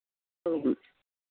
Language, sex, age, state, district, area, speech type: Maithili, female, 60+, Bihar, Madhepura, rural, conversation